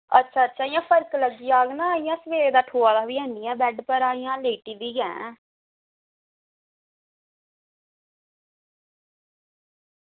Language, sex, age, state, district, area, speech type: Dogri, female, 18-30, Jammu and Kashmir, Samba, rural, conversation